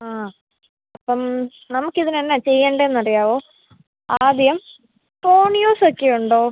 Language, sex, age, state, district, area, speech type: Malayalam, female, 18-30, Kerala, Kottayam, rural, conversation